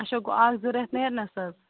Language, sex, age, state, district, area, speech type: Kashmiri, female, 18-30, Jammu and Kashmir, Bandipora, rural, conversation